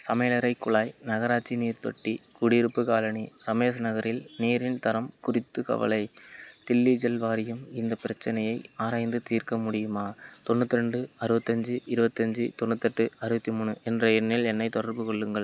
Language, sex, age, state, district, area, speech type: Tamil, male, 18-30, Tamil Nadu, Madurai, rural, read